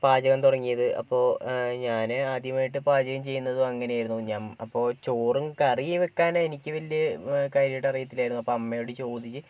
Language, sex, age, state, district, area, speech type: Malayalam, male, 18-30, Kerala, Kozhikode, urban, spontaneous